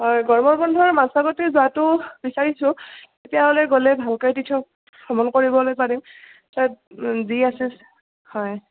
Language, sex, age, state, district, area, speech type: Assamese, female, 18-30, Assam, Goalpara, urban, conversation